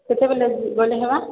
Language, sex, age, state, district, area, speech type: Odia, female, 30-45, Odisha, Balangir, urban, conversation